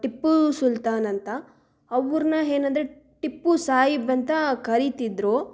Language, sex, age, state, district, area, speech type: Kannada, female, 18-30, Karnataka, Chikkaballapur, urban, spontaneous